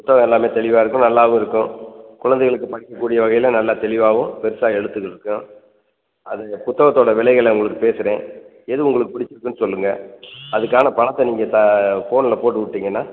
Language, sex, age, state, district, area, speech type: Tamil, male, 60+, Tamil Nadu, Theni, rural, conversation